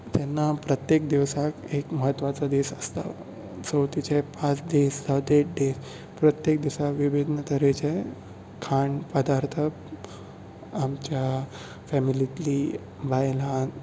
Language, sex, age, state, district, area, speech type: Goan Konkani, male, 18-30, Goa, Bardez, urban, spontaneous